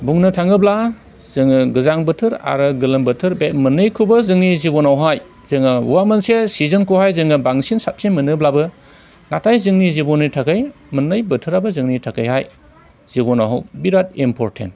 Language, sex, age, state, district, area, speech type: Bodo, male, 45-60, Assam, Chirang, rural, spontaneous